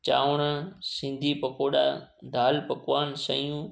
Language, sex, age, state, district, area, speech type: Sindhi, male, 30-45, Gujarat, Junagadh, rural, spontaneous